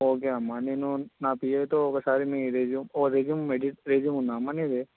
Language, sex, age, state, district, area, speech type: Telugu, male, 18-30, Andhra Pradesh, Krishna, urban, conversation